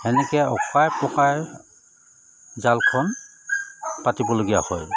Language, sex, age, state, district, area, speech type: Assamese, male, 45-60, Assam, Charaideo, urban, spontaneous